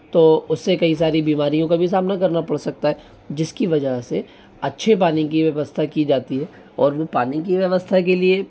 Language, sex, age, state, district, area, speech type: Hindi, male, 18-30, Madhya Pradesh, Bhopal, urban, spontaneous